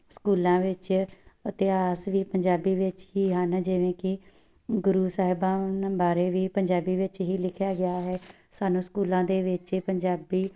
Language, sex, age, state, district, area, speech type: Punjabi, female, 18-30, Punjab, Tarn Taran, rural, spontaneous